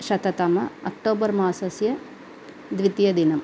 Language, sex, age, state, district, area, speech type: Sanskrit, female, 45-60, Tamil Nadu, Coimbatore, urban, spontaneous